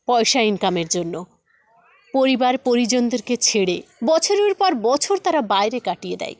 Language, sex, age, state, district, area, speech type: Bengali, female, 30-45, West Bengal, Jalpaiguri, rural, spontaneous